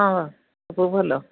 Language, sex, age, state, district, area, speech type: Odia, female, 45-60, Odisha, Angul, rural, conversation